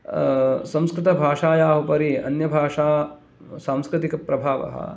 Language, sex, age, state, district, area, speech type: Sanskrit, male, 30-45, Karnataka, Uttara Kannada, rural, spontaneous